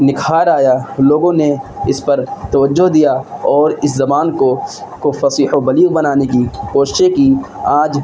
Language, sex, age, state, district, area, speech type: Urdu, male, 18-30, Uttar Pradesh, Siddharthnagar, rural, spontaneous